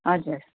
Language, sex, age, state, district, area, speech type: Nepali, female, 45-60, West Bengal, Kalimpong, rural, conversation